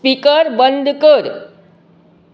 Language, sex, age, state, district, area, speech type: Goan Konkani, female, 60+, Goa, Canacona, rural, read